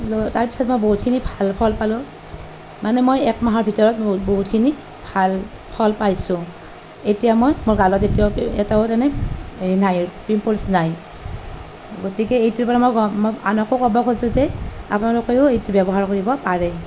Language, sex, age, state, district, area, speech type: Assamese, female, 30-45, Assam, Nalbari, rural, spontaneous